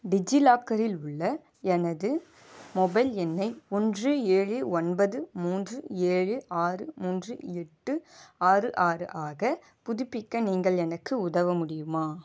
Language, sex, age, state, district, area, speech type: Tamil, female, 18-30, Tamil Nadu, Ranipet, rural, read